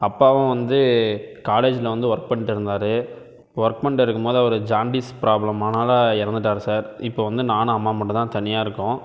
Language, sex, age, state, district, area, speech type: Tamil, male, 18-30, Tamil Nadu, Krishnagiri, rural, spontaneous